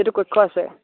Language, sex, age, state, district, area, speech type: Assamese, male, 18-30, Assam, Dhemaji, rural, conversation